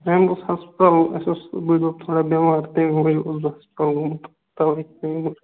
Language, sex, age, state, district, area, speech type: Kashmiri, male, 30-45, Jammu and Kashmir, Bandipora, urban, conversation